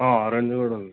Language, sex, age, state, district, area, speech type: Telugu, male, 18-30, Telangana, Mahbubnagar, urban, conversation